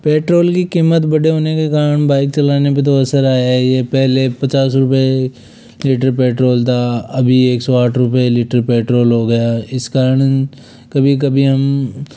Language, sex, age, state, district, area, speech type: Hindi, male, 30-45, Rajasthan, Jaipur, urban, spontaneous